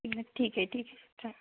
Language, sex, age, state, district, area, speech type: Marathi, female, 18-30, Maharashtra, Beed, urban, conversation